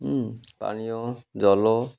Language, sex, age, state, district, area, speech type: Odia, male, 45-60, Odisha, Malkangiri, urban, spontaneous